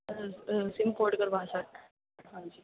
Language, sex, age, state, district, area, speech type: Punjabi, female, 18-30, Punjab, Fatehgarh Sahib, rural, conversation